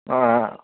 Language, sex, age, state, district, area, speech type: Tamil, male, 45-60, Tamil Nadu, Sivaganga, rural, conversation